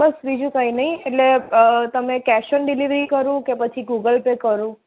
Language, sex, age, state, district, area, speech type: Gujarati, female, 30-45, Gujarat, Kheda, rural, conversation